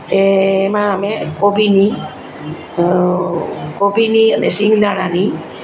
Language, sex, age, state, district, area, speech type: Gujarati, male, 60+, Gujarat, Rajkot, urban, spontaneous